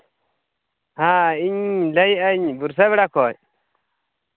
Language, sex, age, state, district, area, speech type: Santali, male, 18-30, West Bengal, Purulia, rural, conversation